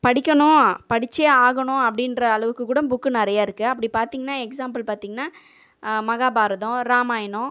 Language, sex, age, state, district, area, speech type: Tamil, female, 30-45, Tamil Nadu, Viluppuram, urban, spontaneous